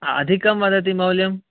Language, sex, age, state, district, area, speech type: Sanskrit, male, 18-30, Kerala, Palakkad, urban, conversation